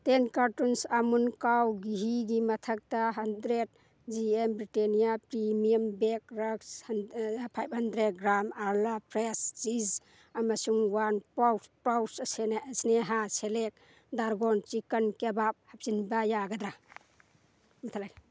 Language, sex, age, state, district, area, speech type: Manipuri, female, 60+, Manipur, Churachandpur, urban, read